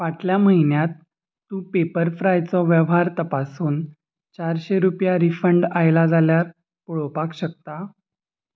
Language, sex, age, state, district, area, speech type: Goan Konkani, male, 18-30, Goa, Ponda, rural, read